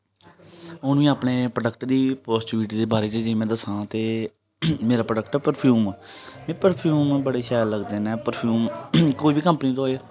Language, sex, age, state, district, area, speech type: Dogri, male, 18-30, Jammu and Kashmir, Jammu, rural, spontaneous